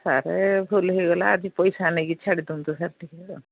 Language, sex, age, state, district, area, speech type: Odia, female, 45-60, Odisha, Angul, rural, conversation